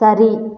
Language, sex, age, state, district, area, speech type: Tamil, female, 18-30, Tamil Nadu, Cuddalore, rural, read